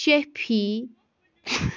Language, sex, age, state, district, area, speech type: Kashmiri, female, 30-45, Jammu and Kashmir, Kupwara, rural, spontaneous